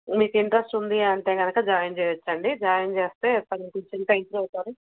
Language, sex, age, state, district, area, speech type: Telugu, female, 30-45, Telangana, Peddapalli, rural, conversation